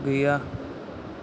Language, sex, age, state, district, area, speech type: Bodo, male, 30-45, Assam, Chirang, rural, read